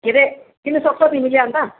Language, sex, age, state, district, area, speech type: Nepali, female, 60+, West Bengal, Kalimpong, rural, conversation